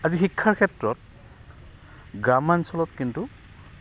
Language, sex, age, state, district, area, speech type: Assamese, male, 60+, Assam, Goalpara, urban, spontaneous